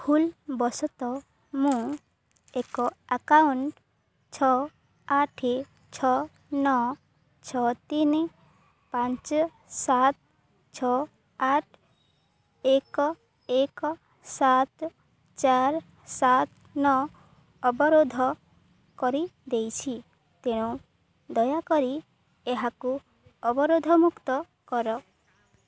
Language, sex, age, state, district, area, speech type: Odia, female, 18-30, Odisha, Balangir, urban, read